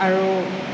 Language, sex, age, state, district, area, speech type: Assamese, female, 45-60, Assam, Tinsukia, rural, spontaneous